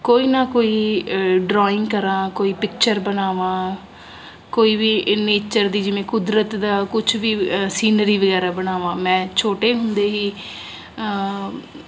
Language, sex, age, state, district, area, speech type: Punjabi, female, 30-45, Punjab, Ludhiana, urban, spontaneous